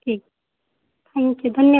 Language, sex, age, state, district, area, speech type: Maithili, female, 30-45, Bihar, Supaul, rural, conversation